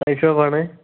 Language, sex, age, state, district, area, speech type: Malayalam, male, 18-30, Kerala, Kozhikode, rural, conversation